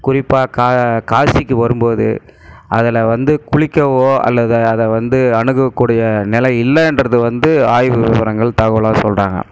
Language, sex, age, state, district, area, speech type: Tamil, male, 45-60, Tamil Nadu, Krishnagiri, rural, spontaneous